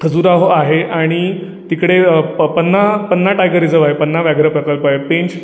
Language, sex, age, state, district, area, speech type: Marathi, male, 30-45, Maharashtra, Ratnagiri, urban, spontaneous